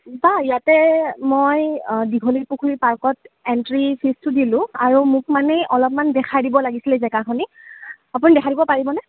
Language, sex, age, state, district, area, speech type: Assamese, female, 18-30, Assam, Kamrup Metropolitan, urban, conversation